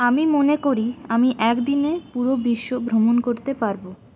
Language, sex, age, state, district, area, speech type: Bengali, female, 60+, West Bengal, Purulia, urban, read